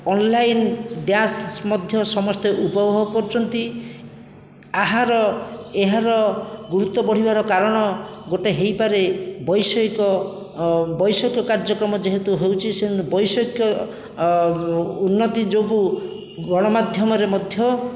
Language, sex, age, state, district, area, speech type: Odia, male, 60+, Odisha, Jajpur, rural, spontaneous